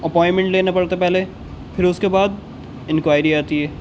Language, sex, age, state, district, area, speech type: Urdu, male, 18-30, Uttar Pradesh, Rampur, urban, spontaneous